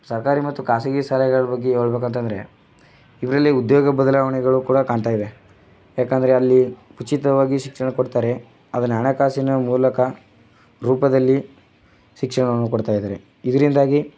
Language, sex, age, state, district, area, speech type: Kannada, male, 18-30, Karnataka, Chamarajanagar, rural, spontaneous